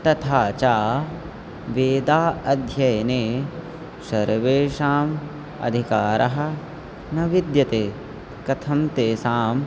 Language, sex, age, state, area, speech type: Sanskrit, male, 18-30, Uttar Pradesh, rural, spontaneous